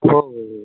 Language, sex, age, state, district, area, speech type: Marathi, male, 18-30, Maharashtra, Buldhana, rural, conversation